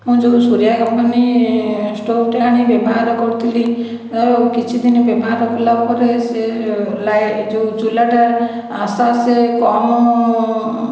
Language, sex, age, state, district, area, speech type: Odia, female, 60+, Odisha, Khordha, rural, spontaneous